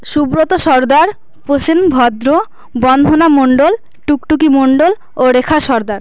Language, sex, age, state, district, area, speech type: Bengali, female, 18-30, West Bengal, South 24 Parganas, rural, spontaneous